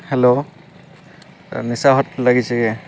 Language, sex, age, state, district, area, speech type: Odia, male, 18-30, Odisha, Balangir, urban, spontaneous